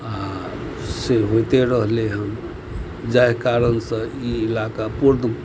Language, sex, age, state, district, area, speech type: Maithili, male, 60+, Bihar, Madhubani, rural, spontaneous